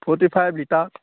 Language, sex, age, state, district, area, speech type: Assamese, male, 18-30, Assam, Sivasagar, rural, conversation